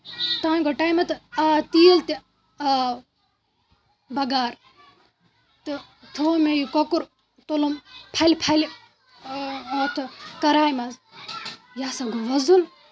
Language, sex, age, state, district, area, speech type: Kashmiri, female, 45-60, Jammu and Kashmir, Baramulla, rural, spontaneous